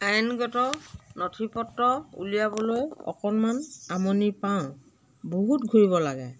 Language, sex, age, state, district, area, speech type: Assamese, female, 60+, Assam, Dhemaji, rural, spontaneous